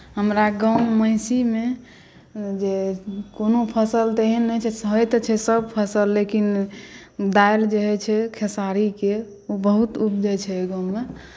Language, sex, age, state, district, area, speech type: Maithili, female, 45-60, Bihar, Saharsa, rural, spontaneous